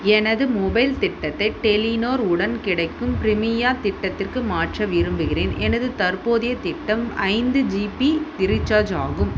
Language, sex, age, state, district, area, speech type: Tamil, female, 30-45, Tamil Nadu, Vellore, urban, read